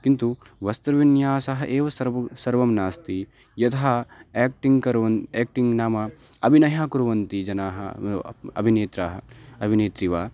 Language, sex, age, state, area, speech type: Sanskrit, male, 18-30, Uttarakhand, rural, spontaneous